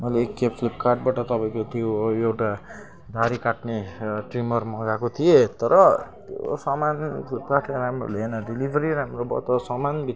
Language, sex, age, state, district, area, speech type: Nepali, male, 18-30, West Bengal, Kalimpong, rural, spontaneous